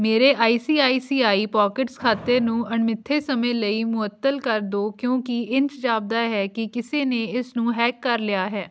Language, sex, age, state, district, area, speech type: Punjabi, female, 18-30, Punjab, Fatehgarh Sahib, urban, read